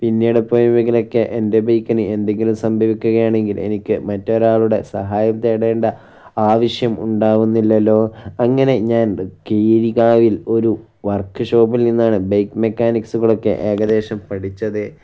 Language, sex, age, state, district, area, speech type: Malayalam, male, 18-30, Kerala, Kozhikode, rural, spontaneous